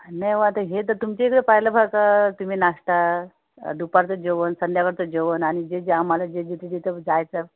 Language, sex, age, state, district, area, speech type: Marathi, female, 30-45, Maharashtra, Amravati, urban, conversation